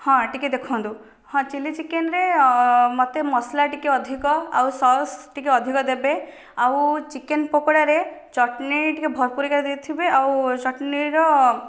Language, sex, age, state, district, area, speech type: Odia, female, 18-30, Odisha, Khordha, rural, spontaneous